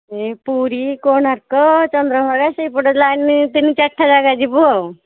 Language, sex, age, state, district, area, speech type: Odia, female, 30-45, Odisha, Nayagarh, rural, conversation